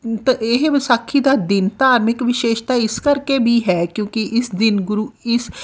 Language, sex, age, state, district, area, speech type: Punjabi, female, 45-60, Punjab, Fatehgarh Sahib, rural, spontaneous